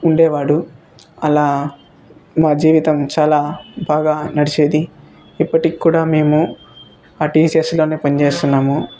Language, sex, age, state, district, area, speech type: Telugu, male, 18-30, Andhra Pradesh, Sri Balaji, rural, spontaneous